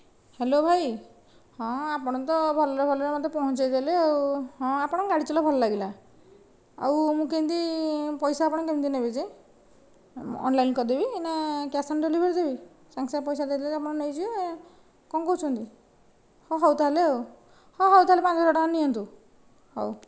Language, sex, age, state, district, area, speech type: Odia, female, 45-60, Odisha, Nayagarh, rural, spontaneous